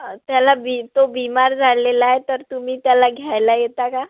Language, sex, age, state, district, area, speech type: Marathi, female, 30-45, Maharashtra, Yavatmal, rural, conversation